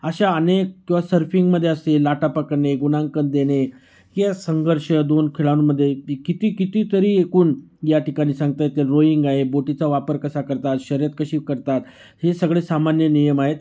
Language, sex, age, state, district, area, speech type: Marathi, male, 45-60, Maharashtra, Nashik, rural, spontaneous